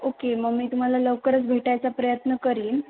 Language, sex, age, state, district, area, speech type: Marathi, female, 18-30, Maharashtra, Sindhudurg, urban, conversation